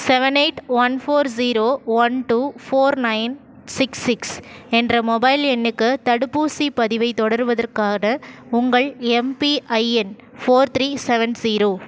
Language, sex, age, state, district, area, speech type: Tamil, female, 30-45, Tamil Nadu, Ariyalur, rural, read